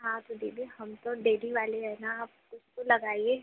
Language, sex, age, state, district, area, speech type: Hindi, female, 18-30, Madhya Pradesh, Jabalpur, urban, conversation